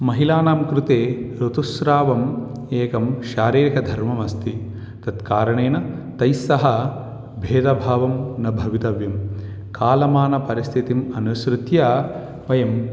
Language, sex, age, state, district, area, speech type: Sanskrit, male, 18-30, Telangana, Vikarabad, urban, spontaneous